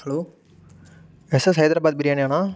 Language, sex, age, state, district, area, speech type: Tamil, male, 18-30, Tamil Nadu, Nagapattinam, rural, spontaneous